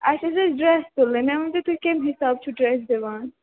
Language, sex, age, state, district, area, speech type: Kashmiri, female, 30-45, Jammu and Kashmir, Srinagar, urban, conversation